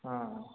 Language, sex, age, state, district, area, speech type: Kannada, male, 30-45, Karnataka, Hassan, urban, conversation